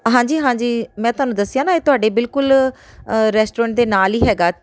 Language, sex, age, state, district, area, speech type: Punjabi, female, 30-45, Punjab, Tarn Taran, urban, spontaneous